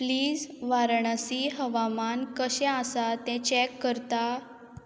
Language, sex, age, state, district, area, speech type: Goan Konkani, female, 18-30, Goa, Quepem, rural, read